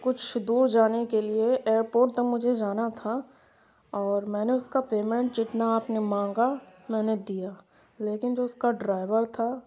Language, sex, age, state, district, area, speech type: Urdu, female, 60+, Uttar Pradesh, Lucknow, rural, spontaneous